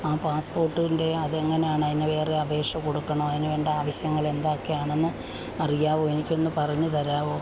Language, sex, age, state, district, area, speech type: Malayalam, female, 45-60, Kerala, Alappuzha, rural, spontaneous